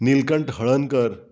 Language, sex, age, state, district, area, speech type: Goan Konkani, male, 45-60, Goa, Murmgao, rural, spontaneous